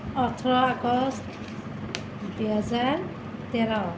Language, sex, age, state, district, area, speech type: Assamese, female, 30-45, Assam, Nalbari, rural, spontaneous